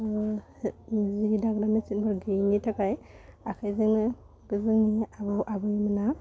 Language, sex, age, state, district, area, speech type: Bodo, female, 18-30, Assam, Udalguri, urban, spontaneous